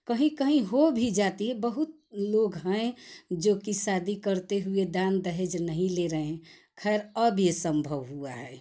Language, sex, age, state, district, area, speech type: Hindi, female, 45-60, Uttar Pradesh, Ghazipur, rural, spontaneous